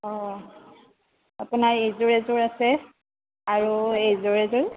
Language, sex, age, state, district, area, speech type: Assamese, female, 45-60, Assam, Darrang, rural, conversation